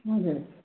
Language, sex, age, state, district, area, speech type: Nepali, female, 60+, West Bengal, Darjeeling, rural, conversation